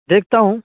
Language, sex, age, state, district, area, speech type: Urdu, male, 18-30, Uttar Pradesh, Saharanpur, urban, conversation